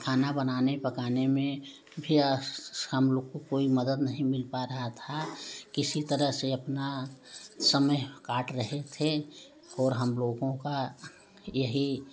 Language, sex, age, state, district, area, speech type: Hindi, female, 45-60, Uttar Pradesh, Prayagraj, rural, spontaneous